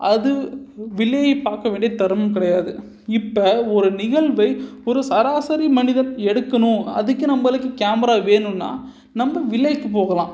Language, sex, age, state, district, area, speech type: Tamil, male, 18-30, Tamil Nadu, Salem, urban, spontaneous